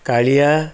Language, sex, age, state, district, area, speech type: Odia, male, 60+, Odisha, Ganjam, urban, spontaneous